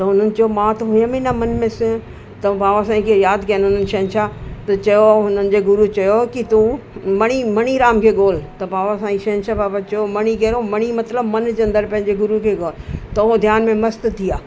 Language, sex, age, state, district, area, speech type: Sindhi, female, 60+, Delhi, South Delhi, urban, spontaneous